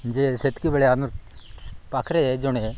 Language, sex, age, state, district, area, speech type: Odia, male, 45-60, Odisha, Nabarangpur, rural, spontaneous